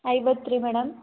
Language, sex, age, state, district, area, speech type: Kannada, female, 18-30, Karnataka, Gulbarga, urban, conversation